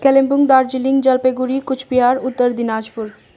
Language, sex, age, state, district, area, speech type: Nepali, female, 45-60, West Bengal, Darjeeling, rural, spontaneous